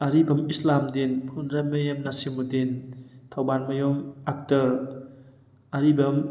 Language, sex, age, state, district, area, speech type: Manipuri, male, 18-30, Manipur, Thoubal, rural, spontaneous